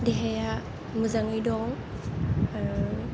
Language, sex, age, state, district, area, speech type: Bodo, female, 18-30, Assam, Kokrajhar, rural, spontaneous